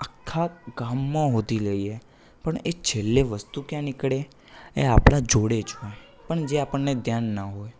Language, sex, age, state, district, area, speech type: Gujarati, male, 18-30, Gujarat, Anand, urban, spontaneous